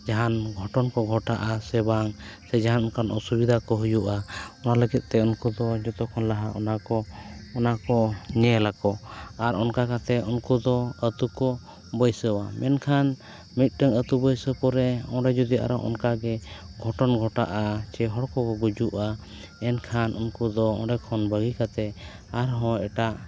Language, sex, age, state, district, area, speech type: Santali, male, 30-45, Jharkhand, East Singhbhum, rural, spontaneous